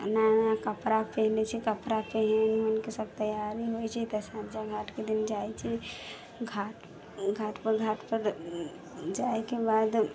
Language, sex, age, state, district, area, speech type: Maithili, female, 18-30, Bihar, Sitamarhi, rural, spontaneous